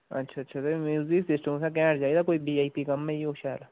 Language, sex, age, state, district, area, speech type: Dogri, male, 18-30, Jammu and Kashmir, Udhampur, rural, conversation